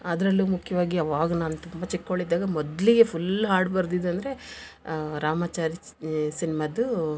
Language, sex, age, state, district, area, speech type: Kannada, female, 30-45, Karnataka, Koppal, rural, spontaneous